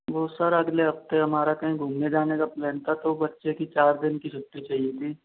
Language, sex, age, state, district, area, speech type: Hindi, male, 45-60, Rajasthan, Karauli, rural, conversation